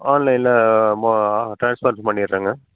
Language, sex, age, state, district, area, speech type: Tamil, male, 30-45, Tamil Nadu, Coimbatore, rural, conversation